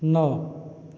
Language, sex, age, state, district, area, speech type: Hindi, male, 45-60, Uttar Pradesh, Azamgarh, rural, read